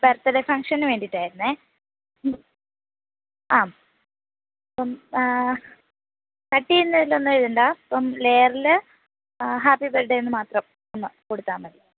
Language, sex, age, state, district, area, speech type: Malayalam, female, 18-30, Kerala, Idukki, rural, conversation